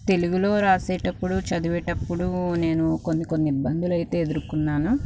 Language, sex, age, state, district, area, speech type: Telugu, female, 18-30, Andhra Pradesh, Guntur, urban, spontaneous